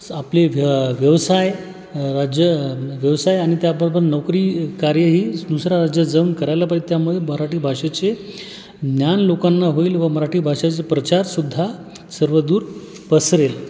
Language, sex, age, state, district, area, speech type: Marathi, male, 30-45, Maharashtra, Buldhana, urban, spontaneous